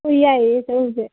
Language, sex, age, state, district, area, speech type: Manipuri, female, 30-45, Manipur, Kangpokpi, urban, conversation